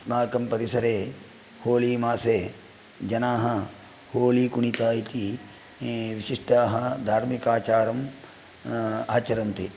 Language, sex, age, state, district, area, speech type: Sanskrit, male, 45-60, Karnataka, Udupi, rural, spontaneous